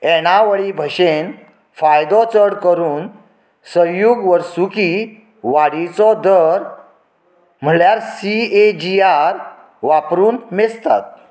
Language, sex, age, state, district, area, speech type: Goan Konkani, male, 45-60, Goa, Canacona, rural, read